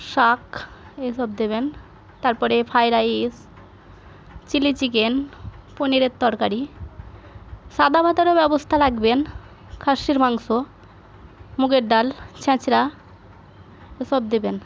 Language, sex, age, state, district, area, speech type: Bengali, female, 18-30, West Bengal, Murshidabad, rural, spontaneous